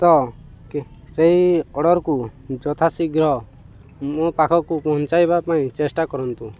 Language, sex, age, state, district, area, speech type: Odia, male, 18-30, Odisha, Balangir, urban, spontaneous